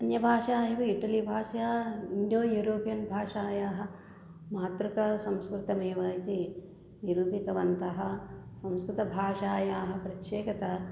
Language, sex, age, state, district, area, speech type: Sanskrit, female, 60+, Andhra Pradesh, Krishna, urban, spontaneous